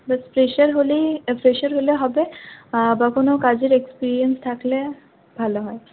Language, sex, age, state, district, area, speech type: Bengali, female, 18-30, West Bengal, Paschim Bardhaman, urban, conversation